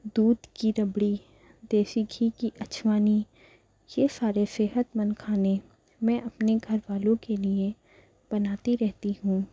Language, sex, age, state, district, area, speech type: Urdu, female, 18-30, Delhi, Central Delhi, urban, spontaneous